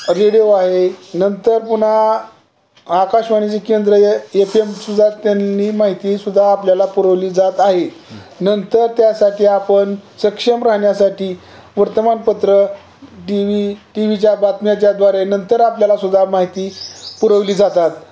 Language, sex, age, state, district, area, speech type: Marathi, male, 60+, Maharashtra, Osmanabad, rural, spontaneous